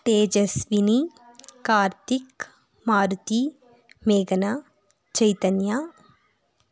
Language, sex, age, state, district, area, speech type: Kannada, female, 30-45, Karnataka, Tumkur, rural, spontaneous